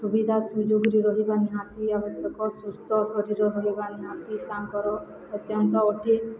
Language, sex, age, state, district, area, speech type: Odia, female, 18-30, Odisha, Balangir, urban, spontaneous